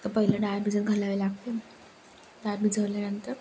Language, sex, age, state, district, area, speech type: Marathi, female, 18-30, Maharashtra, Sindhudurg, rural, spontaneous